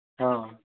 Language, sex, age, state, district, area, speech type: Odia, male, 18-30, Odisha, Bargarh, urban, conversation